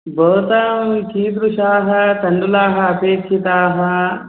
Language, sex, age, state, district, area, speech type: Sanskrit, male, 30-45, Telangana, Medak, rural, conversation